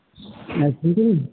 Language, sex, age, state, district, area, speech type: Bengali, male, 60+, West Bengal, Murshidabad, rural, conversation